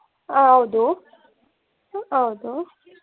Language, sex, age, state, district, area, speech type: Kannada, female, 18-30, Karnataka, Davanagere, rural, conversation